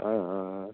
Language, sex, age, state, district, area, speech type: Tamil, male, 30-45, Tamil Nadu, Tiruchirappalli, rural, conversation